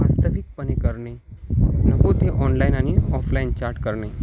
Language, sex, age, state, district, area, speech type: Marathi, male, 18-30, Maharashtra, Hingoli, urban, spontaneous